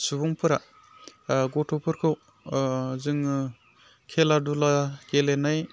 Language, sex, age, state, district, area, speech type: Bodo, male, 30-45, Assam, Udalguri, rural, spontaneous